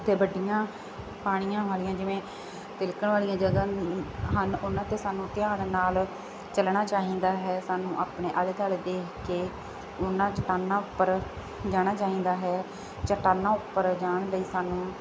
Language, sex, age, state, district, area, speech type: Punjabi, female, 30-45, Punjab, Mansa, rural, spontaneous